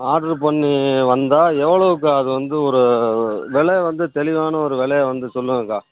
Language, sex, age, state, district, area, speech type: Tamil, male, 60+, Tamil Nadu, Pudukkottai, rural, conversation